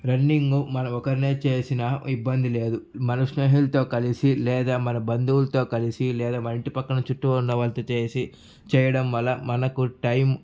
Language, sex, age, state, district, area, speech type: Telugu, male, 18-30, Andhra Pradesh, Sri Balaji, urban, spontaneous